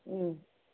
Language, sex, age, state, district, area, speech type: Kannada, female, 60+, Karnataka, Chitradurga, rural, conversation